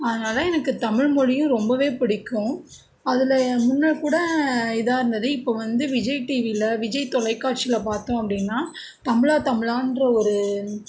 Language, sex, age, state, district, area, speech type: Tamil, female, 30-45, Tamil Nadu, Tiruvarur, rural, spontaneous